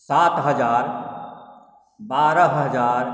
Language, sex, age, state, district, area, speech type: Maithili, male, 45-60, Bihar, Supaul, urban, spontaneous